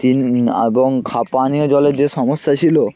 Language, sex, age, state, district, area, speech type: Bengali, male, 18-30, West Bengal, North 24 Parganas, rural, spontaneous